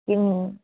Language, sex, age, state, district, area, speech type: Sanskrit, female, 18-30, Maharashtra, Chandrapur, urban, conversation